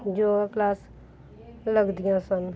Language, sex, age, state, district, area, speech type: Punjabi, female, 30-45, Punjab, Gurdaspur, urban, spontaneous